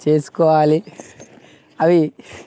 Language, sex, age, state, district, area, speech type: Telugu, male, 18-30, Telangana, Mancherial, rural, spontaneous